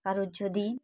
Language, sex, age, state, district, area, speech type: Bengali, female, 30-45, West Bengal, Dakshin Dinajpur, urban, spontaneous